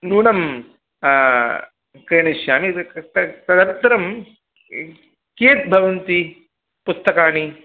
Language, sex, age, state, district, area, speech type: Sanskrit, male, 18-30, Tamil Nadu, Chennai, rural, conversation